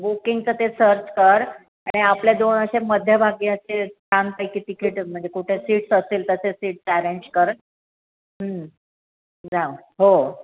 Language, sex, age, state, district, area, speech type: Marathi, female, 60+, Maharashtra, Nashik, urban, conversation